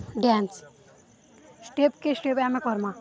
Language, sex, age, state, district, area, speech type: Odia, female, 18-30, Odisha, Balangir, urban, spontaneous